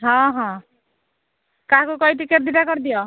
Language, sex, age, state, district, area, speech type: Odia, female, 30-45, Odisha, Jagatsinghpur, rural, conversation